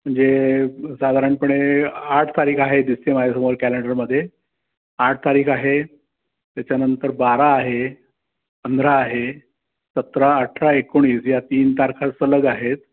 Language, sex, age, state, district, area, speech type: Marathi, male, 60+, Maharashtra, Pune, urban, conversation